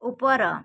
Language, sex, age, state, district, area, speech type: Odia, female, 18-30, Odisha, Mayurbhanj, rural, read